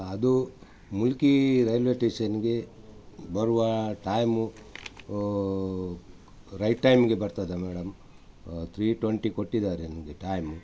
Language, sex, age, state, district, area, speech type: Kannada, male, 60+, Karnataka, Udupi, rural, spontaneous